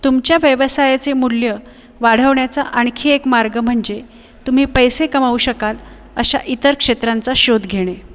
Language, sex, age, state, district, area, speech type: Marathi, female, 30-45, Maharashtra, Buldhana, urban, read